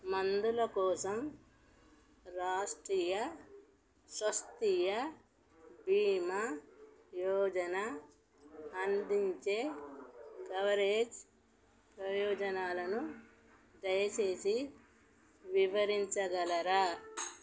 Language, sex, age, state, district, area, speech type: Telugu, female, 45-60, Telangana, Peddapalli, rural, read